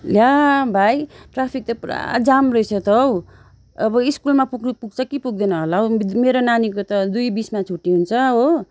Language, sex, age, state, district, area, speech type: Nepali, female, 45-60, West Bengal, Darjeeling, rural, spontaneous